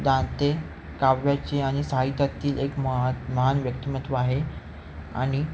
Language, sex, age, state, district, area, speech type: Marathi, male, 18-30, Maharashtra, Ratnagiri, urban, spontaneous